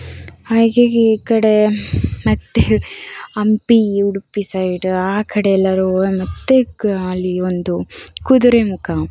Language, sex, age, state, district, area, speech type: Kannada, female, 18-30, Karnataka, Davanagere, urban, spontaneous